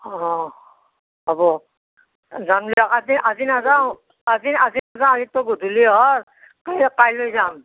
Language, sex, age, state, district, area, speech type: Assamese, female, 60+, Assam, Nalbari, rural, conversation